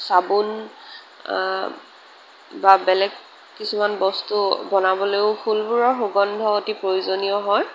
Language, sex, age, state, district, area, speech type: Assamese, female, 30-45, Assam, Lakhimpur, rural, spontaneous